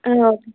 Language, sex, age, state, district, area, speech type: Tamil, female, 45-60, Tamil Nadu, Tiruvarur, rural, conversation